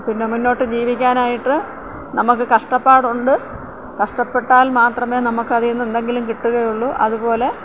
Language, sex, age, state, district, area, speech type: Malayalam, female, 60+, Kerala, Thiruvananthapuram, rural, spontaneous